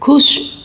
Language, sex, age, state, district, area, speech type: Sindhi, female, 30-45, Gujarat, Surat, urban, read